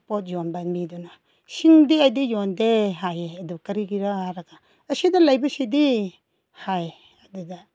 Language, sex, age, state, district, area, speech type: Manipuri, female, 60+, Manipur, Ukhrul, rural, spontaneous